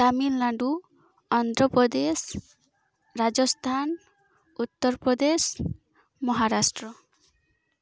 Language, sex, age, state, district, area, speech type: Santali, female, 18-30, West Bengal, Bankura, rural, spontaneous